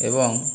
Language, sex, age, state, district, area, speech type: Bengali, male, 30-45, West Bengal, Howrah, urban, spontaneous